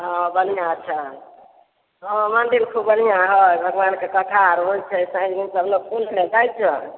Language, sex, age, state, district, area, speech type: Maithili, female, 60+, Bihar, Samastipur, rural, conversation